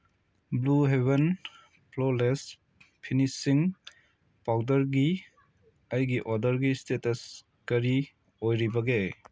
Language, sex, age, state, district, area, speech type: Manipuri, male, 45-60, Manipur, Kangpokpi, urban, read